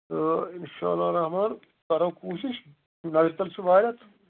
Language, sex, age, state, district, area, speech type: Kashmiri, male, 60+, Jammu and Kashmir, Srinagar, rural, conversation